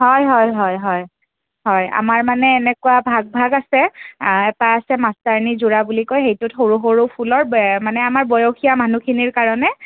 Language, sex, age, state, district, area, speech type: Assamese, female, 30-45, Assam, Kamrup Metropolitan, urban, conversation